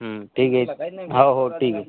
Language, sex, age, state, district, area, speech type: Marathi, male, 30-45, Maharashtra, Hingoli, urban, conversation